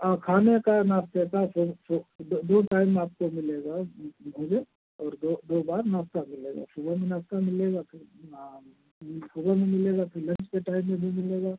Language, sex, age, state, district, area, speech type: Hindi, male, 45-60, Uttar Pradesh, Ghazipur, rural, conversation